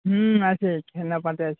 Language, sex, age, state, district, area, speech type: Bengali, male, 45-60, West Bengal, Uttar Dinajpur, urban, conversation